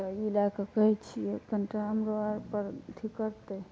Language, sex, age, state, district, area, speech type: Maithili, female, 45-60, Bihar, Madhepura, rural, spontaneous